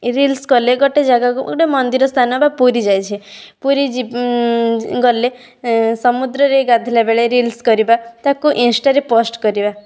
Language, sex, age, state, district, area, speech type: Odia, female, 18-30, Odisha, Balasore, rural, spontaneous